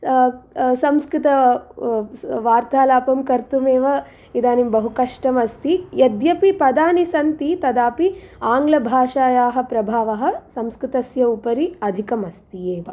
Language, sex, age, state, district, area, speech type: Sanskrit, female, 18-30, Andhra Pradesh, Guntur, urban, spontaneous